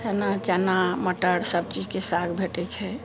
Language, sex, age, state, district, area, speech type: Maithili, female, 60+, Bihar, Sitamarhi, rural, spontaneous